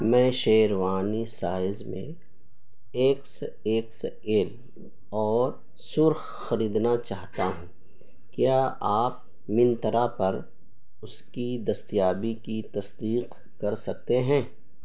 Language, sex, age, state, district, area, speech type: Urdu, male, 30-45, Bihar, Purnia, rural, read